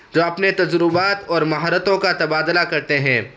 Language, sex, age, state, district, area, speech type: Urdu, male, 18-30, Uttar Pradesh, Saharanpur, urban, spontaneous